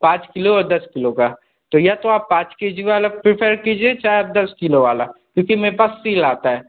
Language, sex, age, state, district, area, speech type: Hindi, male, 18-30, Uttar Pradesh, Pratapgarh, rural, conversation